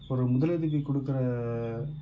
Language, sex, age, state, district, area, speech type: Tamil, male, 45-60, Tamil Nadu, Mayiladuthurai, rural, spontaneous